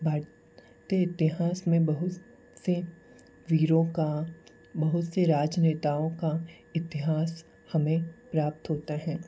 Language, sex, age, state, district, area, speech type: Hindi, male, 18-30, Rajasthan, Jodhpur, urban, spontaneous